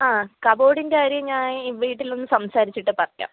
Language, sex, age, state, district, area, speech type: Malayalam, female, 18-30, Kerala, Thiruvananthapuram, rural, conversation